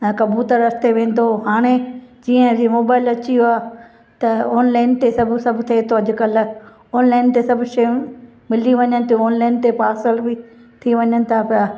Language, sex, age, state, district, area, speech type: Sindhi, female, 60+, Gujarat, Kutch, rural, spontaneous